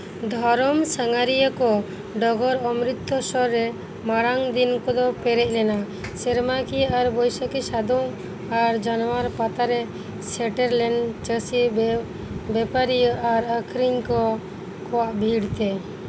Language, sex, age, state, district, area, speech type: Santali, female, 18-30, West Bengal, Birbhum, rural, read